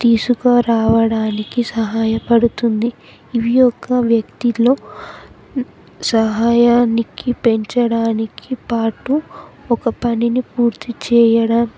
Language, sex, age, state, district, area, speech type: Telugu, female, 18-30, Telangana, Jayashankar, urban, spontaneous